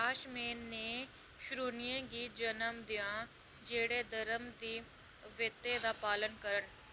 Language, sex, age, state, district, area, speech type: Dogri, female, 18-30, Jammu and Kashmir, Reasi, rural, read